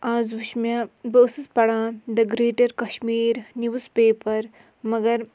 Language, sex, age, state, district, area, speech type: Kashmiri, female, 30-45, Jammu and Kashmir, Shopian, rural, spontaneous